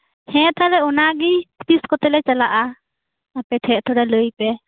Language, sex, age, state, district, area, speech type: Santali, female, 18-30, West Bengal, Birbhum, rural, conversation